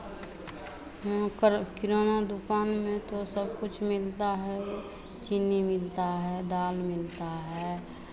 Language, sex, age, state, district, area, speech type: Hindi, female, 45-60, Bihar, Begusarai, rural, spontaneous